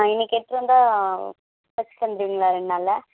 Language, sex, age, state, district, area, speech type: Tamil, female, 18-30, Tamil Nadu, Mayiladuthurai, rural, conversation